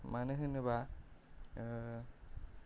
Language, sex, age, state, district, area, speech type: Bodo, male, 18-30, Assam, Kokrajhar, rural, spontaneous